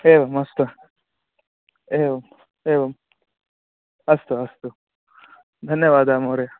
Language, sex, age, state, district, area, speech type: Sanskrit, male, 18-30, Karnataka, Shimoga, rural, conversation